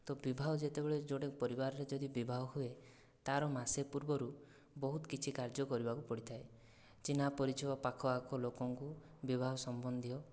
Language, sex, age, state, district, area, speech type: Odia, male, 30-45, Odisha, Kandhamal, rural, spontaneous